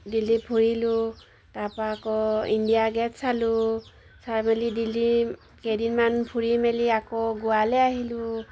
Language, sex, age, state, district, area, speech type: Assamese, female, 45-60, Assam, Golaghat, rural, spontaneous